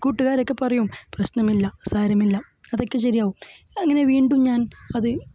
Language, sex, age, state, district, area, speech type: Malayalam, male, 18-30, Kerala, Kasaragod, rural, spontaneous